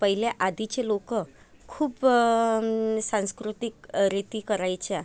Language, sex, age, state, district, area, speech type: Marathi, female, 30-45, Maharashtra, Amravati, urban, spontaneous